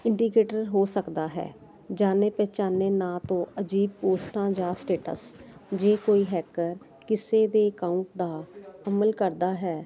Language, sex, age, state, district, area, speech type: Punjabi, female, 45-60, Punjab, Jalandhar, urban, spontaneous